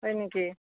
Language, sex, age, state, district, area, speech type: Assamese, female, 45-60, Assam, Barpeta, rural, conversation